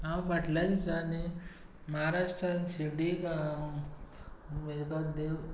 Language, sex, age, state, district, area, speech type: Goan Konkani, male, 45-60, Goa, Tiswadi, rural, spontaneous